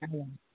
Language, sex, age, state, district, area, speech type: Nepali, female, 60+, West Bengal, Darjeeling, rural, conversation